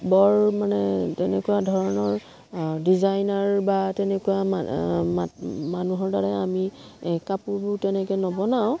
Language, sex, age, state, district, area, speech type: Assamese, female, 45-60, Assam, Udalguri, rural, spontaneous